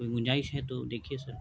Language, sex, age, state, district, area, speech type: Urdu, male, 18-30, Bihar, Gaya, urban, spontaneous